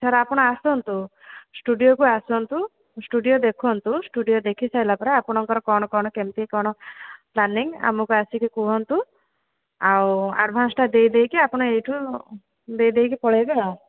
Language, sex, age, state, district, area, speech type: Odia, female, 30-45, Odisha, Jajpur, rural, conversation